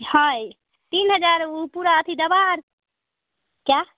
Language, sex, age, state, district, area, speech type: Hindi, female, 18-30, Bihar, Samastipur, urban, conversation